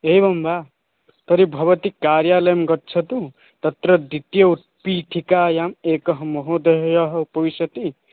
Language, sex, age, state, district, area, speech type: Sanskrit, male, 18-30, Odisha, Puri, rural, conversation